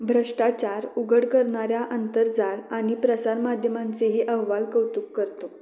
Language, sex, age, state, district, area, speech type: Marathi, female, 18-30, Maharashtra, Kolhapur, urban, read